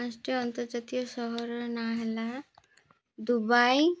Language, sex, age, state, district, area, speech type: Odia, female, 30-45, Odisha, Malkangiri, urban, spontaneous